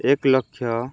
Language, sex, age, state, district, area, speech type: Odia, male, 18-30, Odisha, Balangir, urban, spontaneous